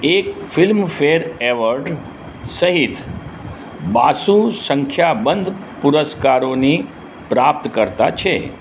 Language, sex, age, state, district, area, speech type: Gujarati, male, 60+, Gujarat, Aravalli, urban, read